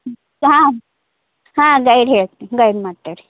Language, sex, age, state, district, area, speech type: Kannada, female, 30-45, Karnataka, Gadag, rural, conversation